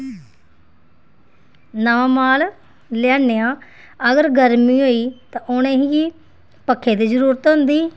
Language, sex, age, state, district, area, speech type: Dogri, female, 30-45, Jammu and Kashmir, Kathua, rural, spontaneous